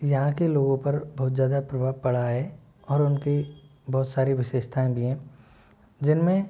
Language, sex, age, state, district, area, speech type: Hindi, male, 60+, Madhya Pradesh, Bhopal, urban, spontaneous